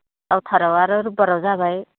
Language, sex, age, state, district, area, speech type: Bodo, female, 45-60, Assam, Baksa, rural, conversation